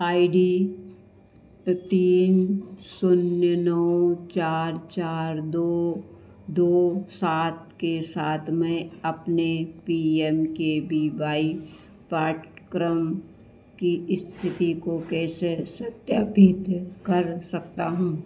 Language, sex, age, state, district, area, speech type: Hindi, female, 60+, Madhya Pradesh, Harda, urban, read